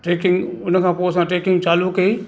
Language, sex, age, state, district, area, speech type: Sindhi, male, 60+, Gujarat, Kutch, rural, spontaneous